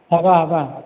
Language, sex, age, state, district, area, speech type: Odia, male, 45-60, Odisha, Boudh, rural, conversation